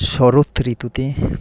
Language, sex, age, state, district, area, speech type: Bengali, male, 18-30, West Bengal, Purba Medinipur, rural, spontaneous